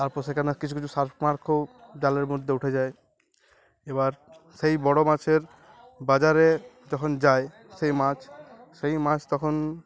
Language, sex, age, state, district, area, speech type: Bengali, male, 18-30, West Bengal, Uttar Dinajpur, urban, spontaneous